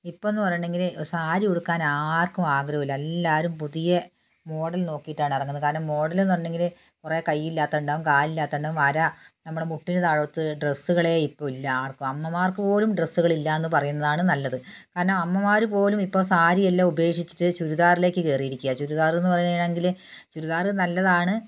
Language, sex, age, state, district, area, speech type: Malayalam, female, 60+, Kerala, Wayanad, rural, spontaneous